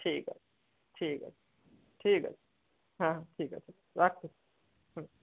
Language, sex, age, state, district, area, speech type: Bengali, male, 18-30, West Bengal, Bankura, urban, conversation